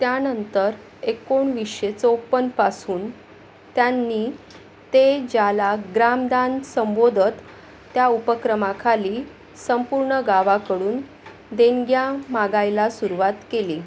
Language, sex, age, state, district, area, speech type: Marathi, female, 18-30, Maharashtra, Akola, urban, read